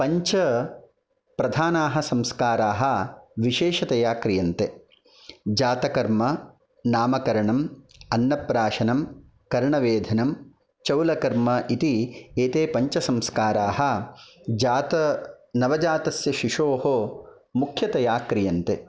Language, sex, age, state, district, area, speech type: Sanskrit, male, 30-45, Karnataka, Bangalore Rural, urban, spontaneous